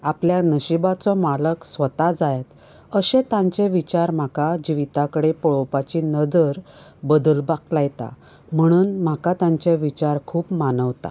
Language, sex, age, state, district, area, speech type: Goan Konkani, female, 45-60, Goa, Canacona, rural, spontaneous